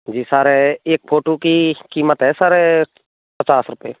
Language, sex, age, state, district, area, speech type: Hindi, male, 18-30, Rajasthan, Bharatpur, rural, conversation